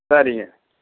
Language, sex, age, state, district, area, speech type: Tamil, male, 60+, Tamil Nadu, Perambalur, rural, conversation